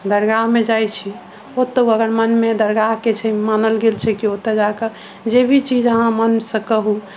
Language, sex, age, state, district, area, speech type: Maithili, female, 45-60, Bihar, Sitamarhi, urban, spontaneous